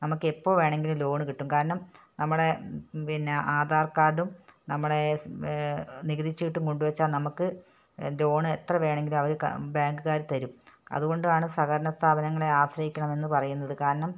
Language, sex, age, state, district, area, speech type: Malayalam, female, 60+, Kerala, Wayanad, rural, spontaneous